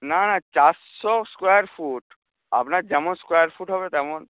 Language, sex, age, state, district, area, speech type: Bengali, male, 18-30, West Bengal, Paschim Medinipur, urban, conversation